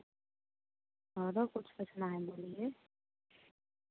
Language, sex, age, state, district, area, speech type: Hindi, female, 30-45, Bihar, Begusarai, urban, conversation